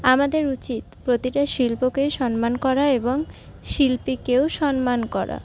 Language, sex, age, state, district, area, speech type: Bengali, female, 45-60, West Bengal, Paschim Bardhaman, urban, spontaneous